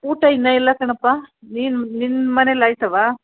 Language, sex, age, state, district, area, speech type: Kannada, female, 45-60, Karnataka, Mandya, urban, conversation